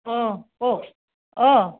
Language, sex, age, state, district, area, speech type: Assamese, female, 45-60, Assam, Goalpara, urban, conversation